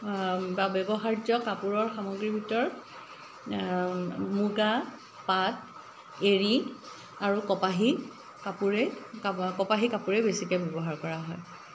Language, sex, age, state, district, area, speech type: Assamese, female, 45-60, Assam, Dibrugarh, rural, spontaneous